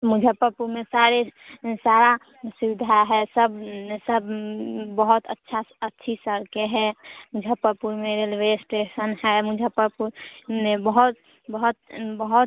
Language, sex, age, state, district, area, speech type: Hindi, female, 18-30, Bihar, Muzaffarpur, rural, conversation